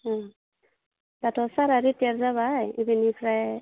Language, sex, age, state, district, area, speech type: Bodo, female, 30-45, Assam, Udalguri, rural, conversation